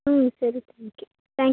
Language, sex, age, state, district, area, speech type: Kannada, female, 18-30, Karnataka, Chikkaballapur, rural, conversation